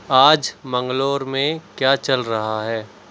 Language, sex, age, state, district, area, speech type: Urdu, male, 18-30, Delhi, South Delhi, urban, read